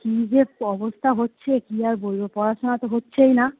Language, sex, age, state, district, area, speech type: Bengali, female, 18-30, West Bengal, Howrah, urban, conversation